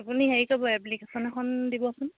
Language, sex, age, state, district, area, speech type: Assamese, female, 30-45, Assam, Jorhat, urban, conversation